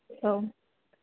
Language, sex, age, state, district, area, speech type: Bodo, female, 18-30, Assam, Kokrajhar, rural, conversation